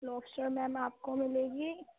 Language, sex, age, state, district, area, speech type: Urdu, female, 18-30, Delhi, Central Delhi, rural, conversation